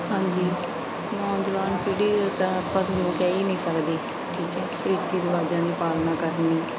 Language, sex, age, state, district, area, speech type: Punjabi, female, 30-45, Punjab, Bathinda, urban, spontaneous